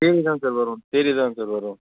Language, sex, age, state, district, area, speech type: Tamil, male, 60+, Tamil Nadu, Mayiladuthurai, rural, conversation